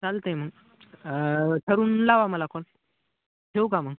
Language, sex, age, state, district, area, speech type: Marathi, male, 18-30, Maharashtra, Nanded, rural, conversation